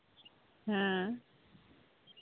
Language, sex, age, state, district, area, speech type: Santali, female, 18-30, West Bengal, Malda, rural, conversation